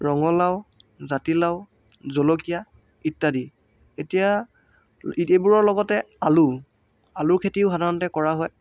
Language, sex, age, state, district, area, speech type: Assamese, male, 18-30, Assam, Lakhimpur, rural, spontaneous